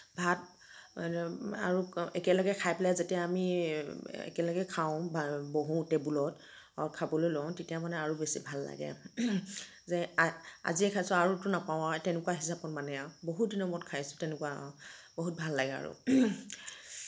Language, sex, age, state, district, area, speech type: Assamese, female, 30-45, Assam, Nagaon, rural, spontaneous